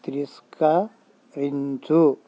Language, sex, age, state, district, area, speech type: Telugu, male, 45-60, Telangana, Hyderabad, rural, read